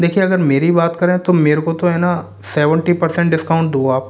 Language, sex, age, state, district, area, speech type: Hindi, male, 30-45, Rajasthan, Jaipur, urban, spontaneous